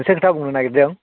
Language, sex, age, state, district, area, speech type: Bodo, other, 60+, Assam, Chirang, rural, conversation